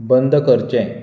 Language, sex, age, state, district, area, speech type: Goan Konkani, male, 30-45, Goa, Bardez, urban, read